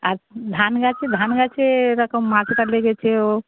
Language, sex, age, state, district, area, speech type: Bengali, female, 60+, West Bengal, Darjeeling, rural, conversation